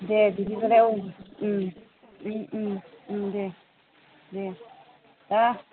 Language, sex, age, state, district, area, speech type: Bodo, female, 45-60, Assam, Udalguri, rural, conversation